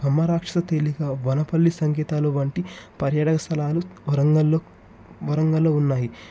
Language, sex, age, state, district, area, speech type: Telugu, male, 18-30, Telangana, Ranga Reddy, urban, spontaneous